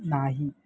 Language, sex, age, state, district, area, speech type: Marathi, male, 18-30, Maharashtra, Ratnagiri, urban, read